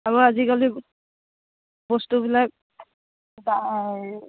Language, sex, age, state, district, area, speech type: Assamese, female, 30-45, Assam, Darrang, rural, conversation